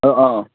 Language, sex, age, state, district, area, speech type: Manipuri, male, 45-60, Manipur, Kangpokpi, urban, conversation